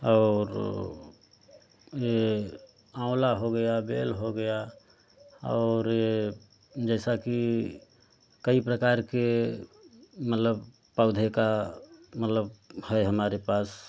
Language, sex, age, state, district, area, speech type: Hindi, male, 30-45, Uttar Pradesh, Prayagraj, rural, spontaneous